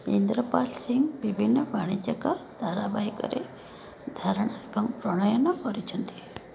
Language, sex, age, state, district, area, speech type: Odia, female, 30-45, Odisha, Rayagada, rural, read